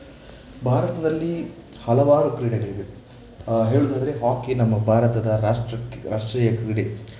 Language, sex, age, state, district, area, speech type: Kannada, male, 18-30, Karnataka, Shimoga, rural, spontaneous